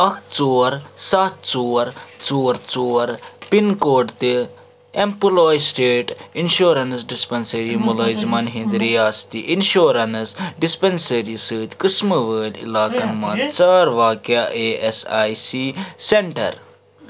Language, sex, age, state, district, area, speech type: Kashmiri, male, 30-45, Jammu and Kashmir, Srinagar, urban, read